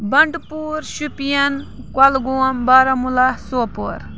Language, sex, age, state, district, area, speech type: Kashmiri, female, 18-30, Jammu and Kashmir, Bandipora, rural, spontaneous